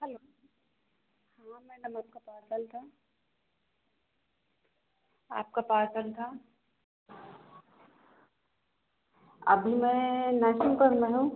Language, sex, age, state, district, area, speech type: Hindi, female, 18-30, Madhya Pradesh, Narsinghpur, rural, conversation